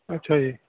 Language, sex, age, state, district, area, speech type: Punjabi, male, 45-60, Punjab, Fatehgarh Sahib, urban, conversation